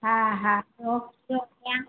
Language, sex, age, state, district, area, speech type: Sindhi, female, 45-60, Gujarat, Ahmedabad, rural, conversation